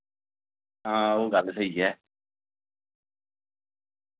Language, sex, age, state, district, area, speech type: Dogri, male, 30-45, Jammu and Kashmir, Udhampur, rural, conversation